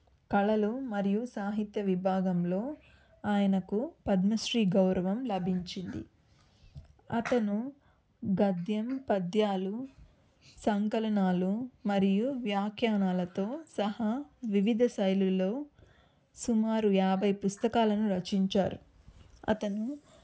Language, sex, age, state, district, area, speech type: Telugu, female, 30-45, Andhra Pradesh, Chittoor, urban, spontaneous